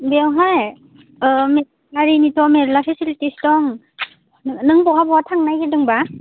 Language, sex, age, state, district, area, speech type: Bodo, female, 18-30, Assam, Kokrajhar, rural, conversation